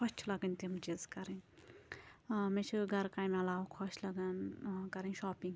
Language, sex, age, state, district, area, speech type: Kashmiri, female, 30-45, Jammu and Kashmir, Shopian, rural, spontaneous